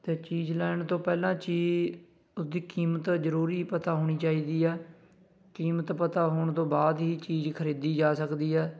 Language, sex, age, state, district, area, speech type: Punjabi, male, 18-30, Punjab, Fatehgarh Sahib, rural, spontaneous